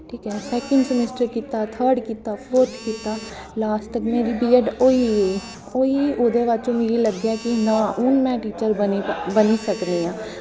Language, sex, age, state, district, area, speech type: Dogri, female, 18-30, Jammu and Kashmir, Kathua, urban, spontaneous